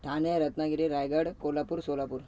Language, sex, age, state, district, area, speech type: Marathi, male, 18-30, Maharashtra, Thane, urban, spontaneous